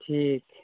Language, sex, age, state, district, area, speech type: Santali, male, 30-45, Jharkhand, East Singhbhum, rural, conversation